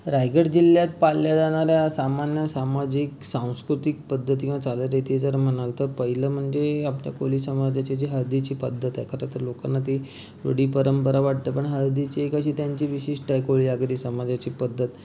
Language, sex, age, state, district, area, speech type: Marathi, male, 30-45, Maharashtra, Raigad, rural, spontaneous